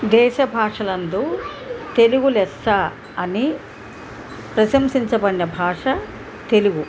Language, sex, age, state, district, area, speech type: Telugu, female, 60+, Andhra Pradesh, Nellore, urban, spontaneous